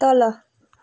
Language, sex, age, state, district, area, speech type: Nepali, female, 18-30, West Bengal, Kalimpong, rural, read